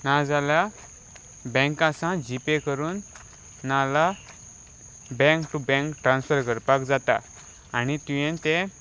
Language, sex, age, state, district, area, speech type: Goan Konkani, male, 18-30, Goa, Salcete, rural, spontaneous